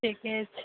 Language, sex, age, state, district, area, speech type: Maithili, female, 45-60, Bihar, Saharsa, rural, conversation